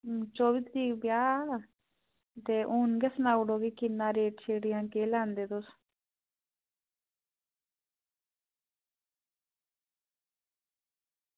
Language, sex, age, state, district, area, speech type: Dogri, female, 30-45, Jammu and Kashmir, Reasi, rural, conversation